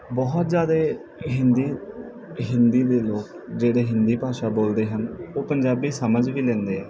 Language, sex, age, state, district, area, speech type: Punjabi, male, 18-30, Punjab, Bathinda, rural, spontaneous